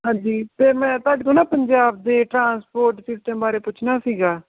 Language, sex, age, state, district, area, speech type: Punjabi, male, 18-30, Punjab, Tarn Taran, rural, conversation